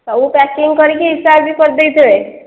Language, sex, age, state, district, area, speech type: Odia, female, 30-45, Odisha, Khordha, rural, conversation